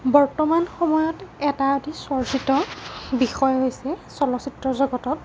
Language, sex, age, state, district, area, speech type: Assamese, female, 60+, Assam, Nagaon, rural, spontaneous